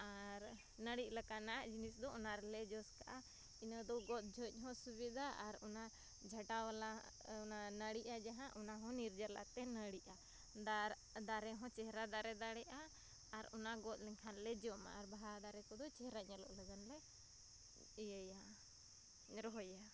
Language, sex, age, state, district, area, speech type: Santali, female, 30-45, Jharkhand, Seraikela Kharsawan, rural, spontaneous